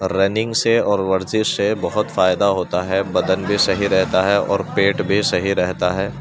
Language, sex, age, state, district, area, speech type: Urdu, male, 30-45, Uttar Pradesh, Ghaziabad, rural, spontaneous